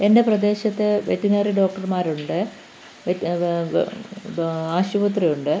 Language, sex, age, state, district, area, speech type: Malayalam, female, 45-60, Kerala, Pathanamthitta, rural, spontaneous